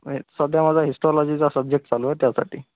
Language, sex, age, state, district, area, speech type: Marathi, male, 30-45, Maharashtra, Akola, rural, conversation